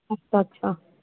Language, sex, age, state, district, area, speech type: Sindhi, female, 30-45, Uttar Pradesh, Lucknow, rural, conversation